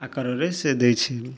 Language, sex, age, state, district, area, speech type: Odia, male, 30-45, Odisha, Kalahandi, rural, spontaneous